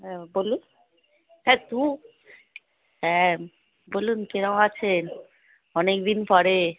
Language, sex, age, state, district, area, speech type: Bengali, female, 45-60, West Bengal, Hooghly, rural, conversation